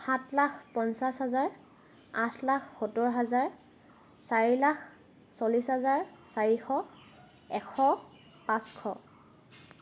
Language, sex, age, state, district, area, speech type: Assamese, female, 18-30, Assam, Charaideo, urban, spontaneous